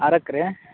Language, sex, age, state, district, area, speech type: Kannada, male, 30-45, Karnataka, Dharwad, rural, conversation